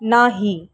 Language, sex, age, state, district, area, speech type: Marathi, female, 30-45, Maharashtra, Mumbai Suburban, urban, read